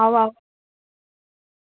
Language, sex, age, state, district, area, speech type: Dogri, female, 45-60, Jammu and Kashmir, Samba, rural, conversation